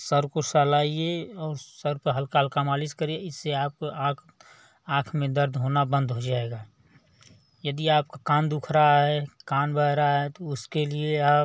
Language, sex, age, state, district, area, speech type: Hindi, male, 18-30, Uttar Pradesh, Ghazipur, rural, spontaneous